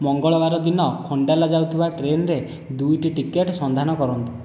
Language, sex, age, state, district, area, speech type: Odia, male, 18-30, Odisha, Khordha, rural, read